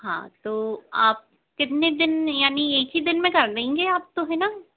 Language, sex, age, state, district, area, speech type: Hindi, female, 18-30, Madhya Pradesh, Narsinghpur, urban, conversation